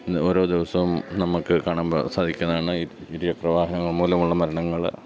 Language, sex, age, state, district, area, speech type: Malayalam, male, 30-45, Kerala, Pathanamthitta, urban, spontaneous